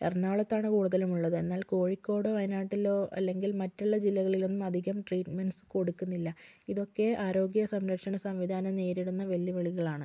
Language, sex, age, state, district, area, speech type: Malayalam, female, 18-30, Kerala, Kozhikode, urban, spontaneous